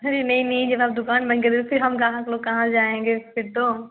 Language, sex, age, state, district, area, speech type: Hindi, female, 18-30, Uttar Pradesh, Ghazipur, rural, conversation